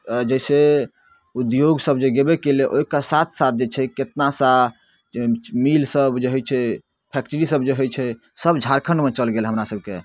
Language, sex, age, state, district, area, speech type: Maithili, male, 18-30, Bihar, Darbhanga, rural, spontaneous